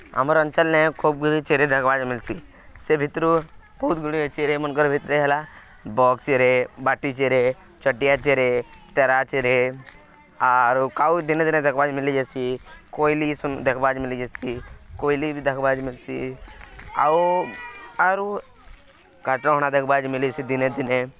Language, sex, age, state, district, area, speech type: Odia, male, 18-30, Odisha, Nuapada, rural, spontaneous